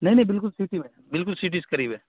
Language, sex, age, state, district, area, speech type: Urdu, male, 18-30, Uttar Pradesh, Saharanpur, urban, conversation